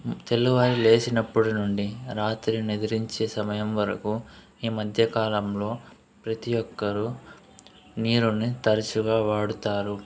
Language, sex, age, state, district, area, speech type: Telugu, male, 45-60, Andhra Pradesh, Chittoor, urban, spontaneous